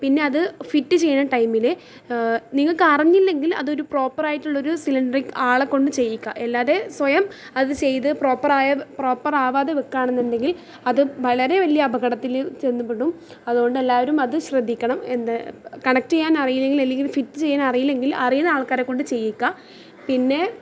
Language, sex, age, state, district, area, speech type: Malayalam, female, 18-30, Kerala, Thrissur, urban, spontaneous